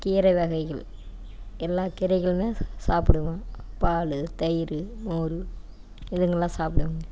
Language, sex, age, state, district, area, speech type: Tamil, female, 60+, Tamil Nadu, Namakkal, rural, spontaneous